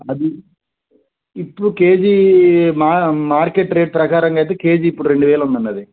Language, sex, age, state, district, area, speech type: Telugu, male, 30-45, Andhra Pradesh, Krishna, urban, conversation